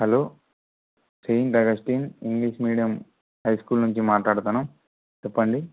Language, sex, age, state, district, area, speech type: Telugu, male, 18-30, Andhra Pradesh, Anantapur, urban, conversation